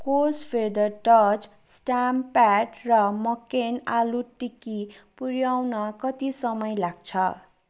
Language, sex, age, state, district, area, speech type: Nepali, female, 18-30, West Bengal, Darjeeling, rural, read